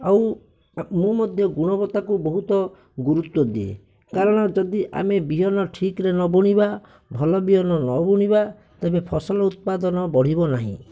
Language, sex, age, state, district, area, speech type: Odia, male, 60+, Odisha, Bhadrak, rural, spontaneous